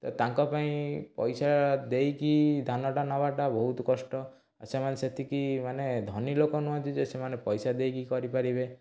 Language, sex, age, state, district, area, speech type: Odia, male, 18-30, Odisha, Cuttack, urban, spontaneous